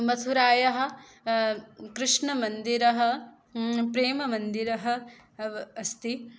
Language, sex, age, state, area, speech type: Sanskrit, female, 18-30, Uttar Pradesh, rural, spontaneous